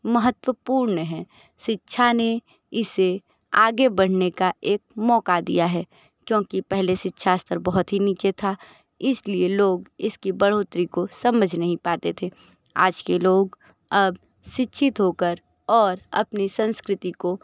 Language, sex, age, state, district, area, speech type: Hindi, other, 30-45, Uttar Pradesh, Sonbhadra, rural, spontaneous